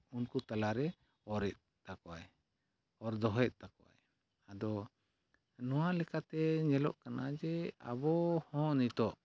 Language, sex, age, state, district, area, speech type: Santali, male, 45-60, Jharkhand, East Singhbhum, rural, spontaneous